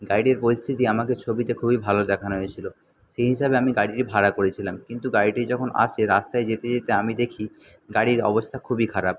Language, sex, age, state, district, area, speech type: Bengali, male, 30-45, West Bengal, Jhargram, rural, spontaneous